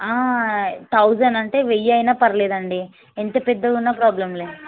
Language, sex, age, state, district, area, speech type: Telugu, female, 18-30, Telangana, Ranga Reddy, rural, conversation